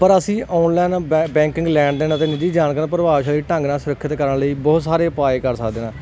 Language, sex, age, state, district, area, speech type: Punjabi, male, 18-30, Punjab, Hoshiarpur, rural, spontaneous